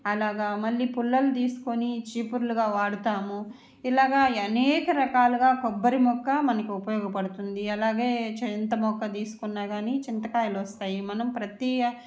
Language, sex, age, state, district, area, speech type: Telugu, female, 45-60, Andhra Pradesh, Nellore, urban, spontaneous